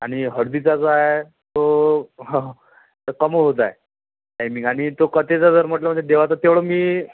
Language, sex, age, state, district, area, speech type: Marathi, male, 18-30, Maharashtra, Amravati, urban, conversation